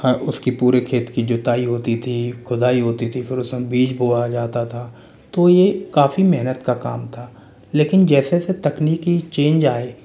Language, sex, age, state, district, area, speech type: Hindi, male, 30-45, Rajasthan, Jaipur, urban, spontaneous